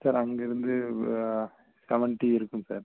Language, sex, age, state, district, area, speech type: Tamil, male, 18-30, Tamil Nadu, Erode, rural, conversation